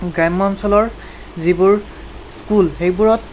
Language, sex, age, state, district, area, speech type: Assamese, male, 18-30, Assam, Nagaon, rural, spontaneous